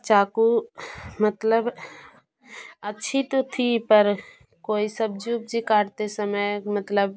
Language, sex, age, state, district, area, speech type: Hindi, female, 30-45, Uttar Pradesh, Jaunpur, rural, spontaneous